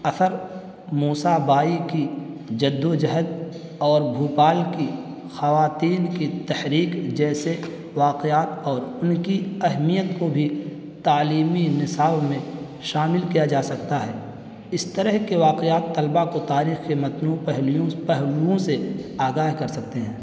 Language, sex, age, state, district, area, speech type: Urdu, male, 18-30, Uttar Pradesh, Balrampur, rural, spontaneous